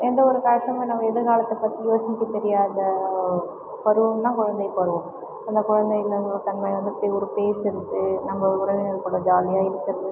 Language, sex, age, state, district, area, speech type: Tamil, female, 30-45, Tamil Nadu, Cuddalore, rural, spontaneous